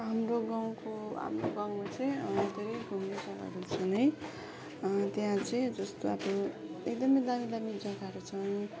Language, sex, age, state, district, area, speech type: Nepali, female, 18-30, West Bengal, Kalimpong, rural, spontaneous